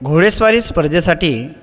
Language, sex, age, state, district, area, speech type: Marathi, male, 30-45, Maharashtra, Buldhana, urban, spontaneous